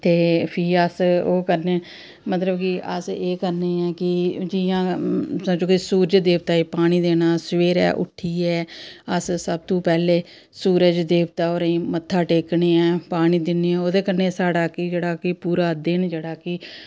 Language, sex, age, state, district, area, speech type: Dogri, female, 30-45, Jammu and Kashmir, Samba, rural, spontaneous